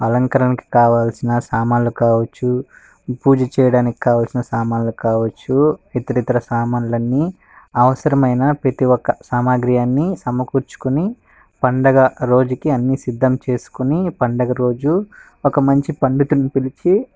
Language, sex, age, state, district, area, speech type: Telugu, male, 18-30, Andhra Pradesh, Sri Balaji, rural, spontaneous